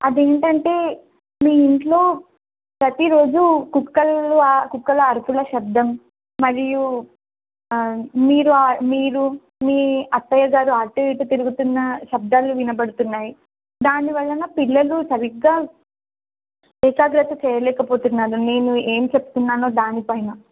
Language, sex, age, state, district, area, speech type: Telugu, female, 18-30, Telangana, Narayanpet, urban, conversation